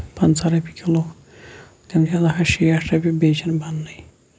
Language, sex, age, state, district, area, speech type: Kashmiri, male, 18-30, Jammu and Kashmir, Shopian, rural, spontaneous